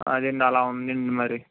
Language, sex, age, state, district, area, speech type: Telugu, male, 18-30, Andhra Pradesh, Eluru, urban, conversation